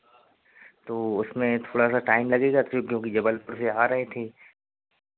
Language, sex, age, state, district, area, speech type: Hindi, male, 18-30, Madhya Pradesh, Narsinghpur, rural, conversation